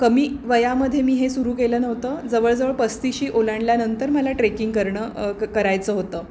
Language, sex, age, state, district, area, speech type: Marathi, female, 30-45, Maharashtra, Pune, urban, spontaneous